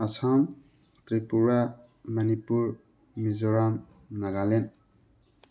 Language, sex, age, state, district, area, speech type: Manipuri, male, 30-45, Manipur, Thoubal, rural, spontaneous